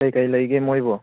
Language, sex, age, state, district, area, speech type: Manipuri, male, 18-30, Manipur, Chandel, rural, conversation